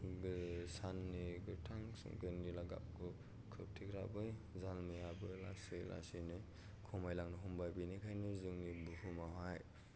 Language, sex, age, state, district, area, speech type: Bodo, male, 18-30, Assam, Kokrajhar, rural, spontaneous